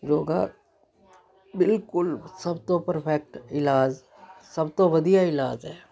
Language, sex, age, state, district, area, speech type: Punjabi, female, 60+, Punjab, Jalandhar, urban, spontaneous